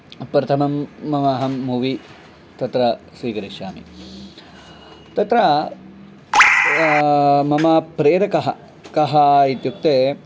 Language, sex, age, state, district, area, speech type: Sanskrit, male, 18-30, Telangana, Medchal, rural, spontaneous